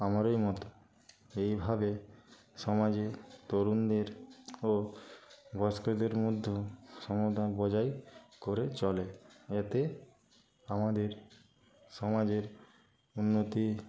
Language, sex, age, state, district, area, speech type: Bengali, male, 45-60, West Bengal, Nadia, rural, spontaneous